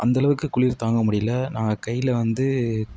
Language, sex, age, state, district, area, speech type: Tamil, male, 60+, Tamil Nadu, Tiruvarur, rural, spontaneous